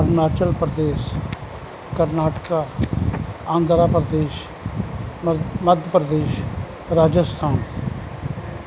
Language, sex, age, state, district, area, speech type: Punjabi, male, 45-60, Punjab, Kapurthala, urban, spontaneous